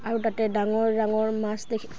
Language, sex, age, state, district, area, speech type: Assamese, female, 18-30, Assam, Udalguri, rural, spontaneous